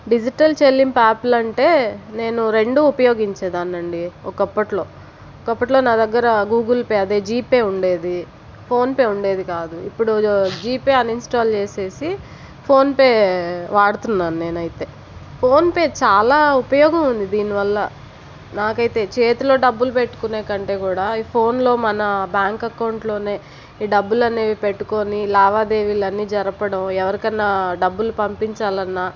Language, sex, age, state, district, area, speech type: Telugu, female, 30-45, Andhra Pradesh, Palnadu, urban, spontaneous